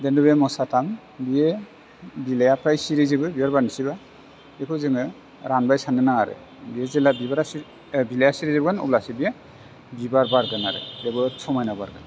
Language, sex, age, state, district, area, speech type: Bodo, male, 45-60, Assam, Chirang, rural, spontaneous